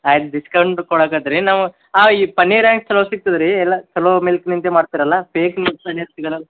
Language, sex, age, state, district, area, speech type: Kannada, male, 18-30, Karnataka, Gulbarga, urban, conversation